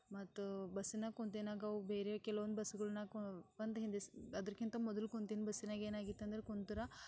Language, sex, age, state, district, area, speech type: Kannada, female, 18-30, Karnataka, Bidar, rural, spontaneous